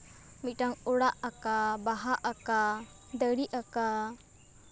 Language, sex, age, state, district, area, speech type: Santali, female, 18-30, West Bengal, Purba Bardhaman, rural, spontaneous